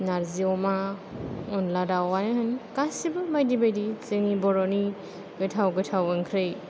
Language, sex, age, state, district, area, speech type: Bodo, female, 30-45, Assam, Chirang, urban, spontaneous